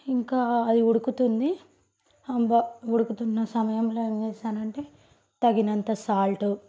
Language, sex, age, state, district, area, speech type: Telugu, female, 18-30, Telangana, Nalgonda, rural, spontaneous